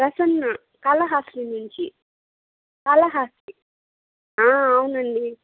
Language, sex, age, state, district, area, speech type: Telugu, female, 30-45, Andhra Pradesh, Kadapa, rural, conversation